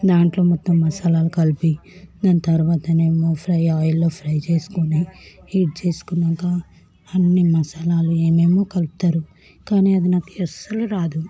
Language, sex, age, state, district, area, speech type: Telugu, female, 18-30, Telangana, Hyderabad, urban, spontaneous